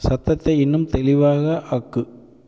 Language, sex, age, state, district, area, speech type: Tamil, male, 45-60, Tamil Nadu, Namakkal, rural, read